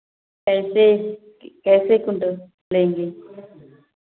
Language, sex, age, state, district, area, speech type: Hindi, female, 30-45, Uttar Pradesh, Varanasi, rural, conversation